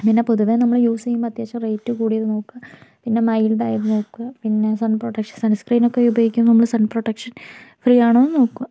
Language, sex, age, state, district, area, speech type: Malayalam, female, 18-30, Kerala, Kozhikode, urban, spontaneous